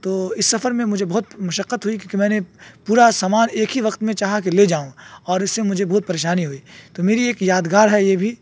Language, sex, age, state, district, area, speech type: Urdu, male, 18-30, Uttar Pradesh, Saharanpur, urban, spontaneous